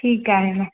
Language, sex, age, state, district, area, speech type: Marathi, female, 18-30, Maharashtra, Yavatmal, urban, conversation